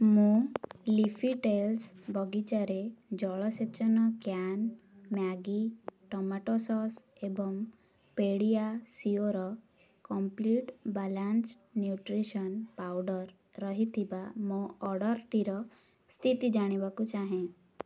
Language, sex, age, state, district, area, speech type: Odia, female, 18-30, Odisha, Ganjam, urban, read